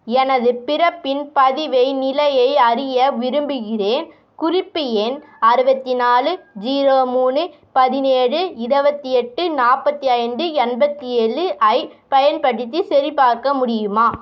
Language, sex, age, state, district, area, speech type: Tamil, female, 18-30, Tamil Nadu, Vellore, urban, read